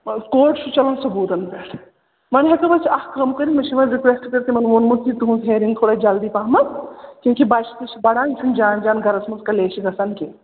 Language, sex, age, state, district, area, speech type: Kashmiri, female, 30-45, Jammu and Kashmir, Srinagar, urban, conversation